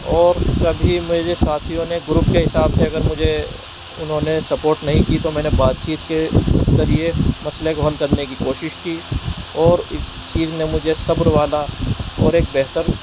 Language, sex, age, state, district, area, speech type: Urdu, male, 45-60, Uttar Pradesh, Muzaffarnagar, urban, spontaneous